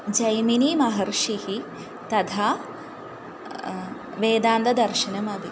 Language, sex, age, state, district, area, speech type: Sanskrit, female, 18-30, Kerala, Malappuram, urban, spontaneous